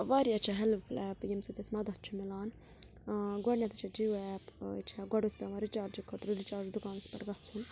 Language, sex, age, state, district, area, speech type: Kashmiri, female, 30-45, Jammu and Kashmir, Budgam, rural, spontaneous